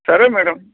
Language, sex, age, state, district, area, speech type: Telugu, male, 30-45, Telangana, Nagarkurnool, urban, conversation